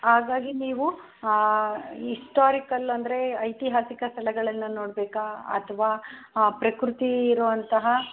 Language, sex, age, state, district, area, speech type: Kannada, female, 45-60, Karnataka, Davanagere, rural, conversation